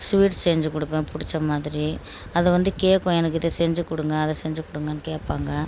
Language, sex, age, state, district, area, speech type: Tamil, female, 45-60, Tamil Nadu, Tiruchirappalli, rural, spontaneous